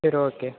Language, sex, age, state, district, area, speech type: Tamil, male, 30-45, Tamil Nadu, Tiruvarur, rural, conversation